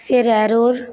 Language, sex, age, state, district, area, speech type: Punjabi, female, 18-30, Punjab, Fazilka, rural, spontaneous